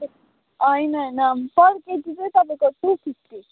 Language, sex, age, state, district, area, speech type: Nepali, female, 18-30, West Bengal, Kalimpong, rural, conversation